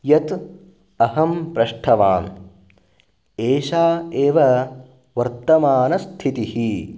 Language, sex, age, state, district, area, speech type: Sanskrit, male, 18-30, Karnataka, Uttara Kannada, urban, spontaneous